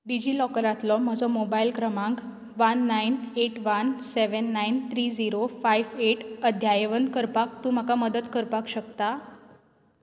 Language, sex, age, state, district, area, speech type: Goan Konkani, female, 18-30, Goa, Quepem, rural, read